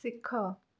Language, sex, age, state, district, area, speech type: Odia, female, 18-30, Odisha, Kendujhar, urban, read